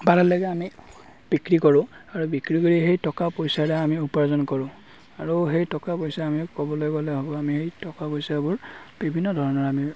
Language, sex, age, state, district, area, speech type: Assamese, male, 30-45, Assam, Darrang, rural, spontaneous